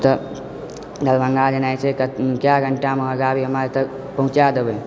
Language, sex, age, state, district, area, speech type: Maithili, male, 18-30, Bihar, Supaul, rural, spontaneous